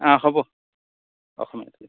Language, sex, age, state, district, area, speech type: Assamese, male, 45-60, Assam, Goalpara, rural, conversation